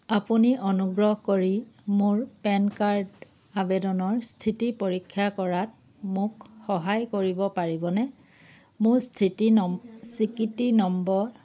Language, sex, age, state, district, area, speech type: Assamese, female, 30-45, Assam, Charaideo, rural, read